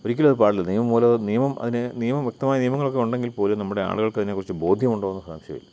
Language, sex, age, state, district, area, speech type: Malayalam, male, 45-60, Kerala, Kottayam, urban, spontaneous